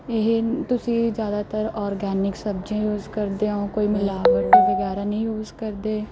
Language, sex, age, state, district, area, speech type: Punjabi, female, 18-30, Punjab, Mansa, urban, spontaneous